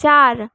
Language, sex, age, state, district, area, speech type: Bengali, female, 18-30, West Bengal, Paschim Bardhaman, urban, read